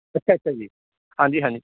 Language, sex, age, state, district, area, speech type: Punjabi, male, 30-45, Punjab, Mansa, rural, conversation